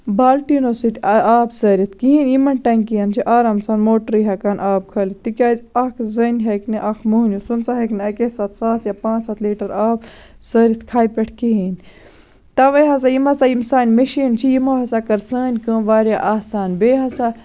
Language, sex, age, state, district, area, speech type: Kashmiri, female, 45-60, Jammu and Kashmir, Baramulla, rural, spontaneous